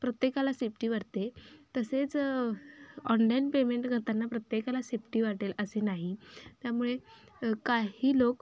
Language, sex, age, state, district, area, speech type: Marathi, female, 18-30, Maharashtra, Sangli, rural, spontaneous